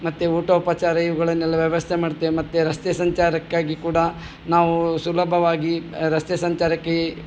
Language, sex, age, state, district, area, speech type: Kannada, male, 45-60, Karnataka, Udupi, rural, spontaneous